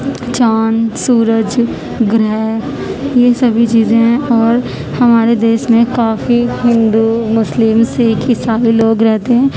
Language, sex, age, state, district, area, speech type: Urdu, female, 18-30, Uttar Pradesh, Gautam Buddha Nagar, rural, spontaneous